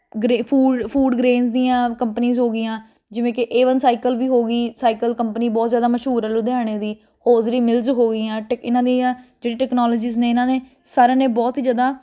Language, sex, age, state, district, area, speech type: Punjabi, female, 18-30, Punjab, Ludhiana, urban, spontaneous